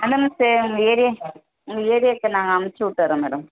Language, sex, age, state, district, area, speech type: Tamil, female, 18-30, Tamil Nadu, Tenkasi, urban, conversation